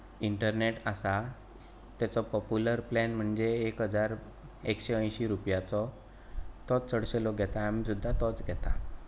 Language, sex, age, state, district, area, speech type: Goan Konkani, male, 30-45, Goa, Bardez, rural, spontaneous